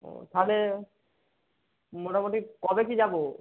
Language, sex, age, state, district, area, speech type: Bengali, male, 18-30, West Bengal, Bankura, urban, conversation